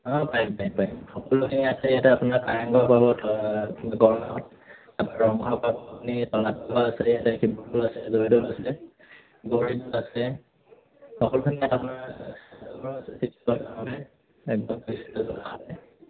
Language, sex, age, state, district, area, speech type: Assamese, male, 30-45, Assam, Sivasagar, rural, conversation